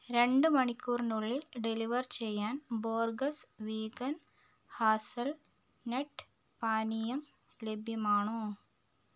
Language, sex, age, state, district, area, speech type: Malayalam, female, 30-45, Kerala, Kozhikode, urban, read